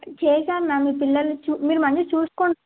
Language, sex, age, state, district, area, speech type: Telugu, female, 18-30, Telangana, Sangareddy, urban, conversation